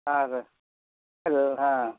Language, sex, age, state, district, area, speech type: Kannada, male, 60+, Karnataka, Bidar, urban, conversation